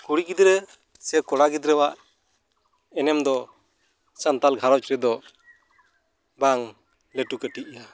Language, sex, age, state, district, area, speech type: Santali, male, 30-45, West Bengal, Uttar Dinajpur, rural, spontaneous